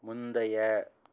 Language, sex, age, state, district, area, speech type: Tamil, male, 30-45, Tamil Nadu, Madurai, urban, read